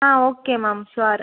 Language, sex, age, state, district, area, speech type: Tamil, female, 30-45, Tamil Nadu, Viluppuram, rural, conversation